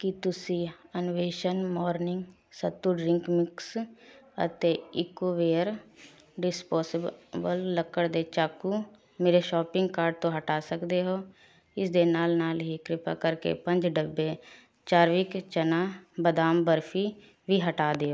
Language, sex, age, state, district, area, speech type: Punjabi, female, 30-45, Punjab, Shaheed Bhagat Singh Nagar, rural, read